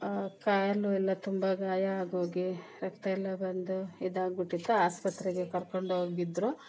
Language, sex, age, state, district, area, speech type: Kannada, female, 45-60, Karnataka, Kolar, rural, spontaneous